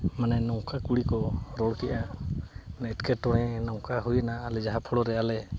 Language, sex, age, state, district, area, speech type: Santali, male, 45-60, Odisha, Mayurbhanj, rural, spontaneous